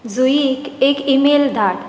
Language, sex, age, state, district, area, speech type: Goan Konkani, female, 18-30, Goa, Bardez, rural, read